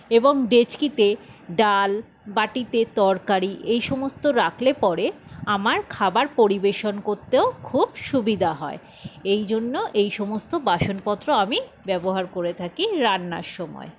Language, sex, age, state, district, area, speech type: Bengali, female, 60+, West Bengal, Paschim Bardhaman, rural, spontaneous